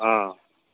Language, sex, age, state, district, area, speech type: Gujarati, male, 18-30, Gujarat, Anand, rural, conversation